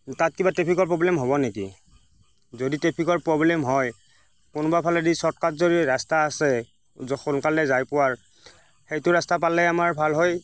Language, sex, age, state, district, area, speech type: Assamese, male, 60+, Assam, Nagaon, rural, spontaneous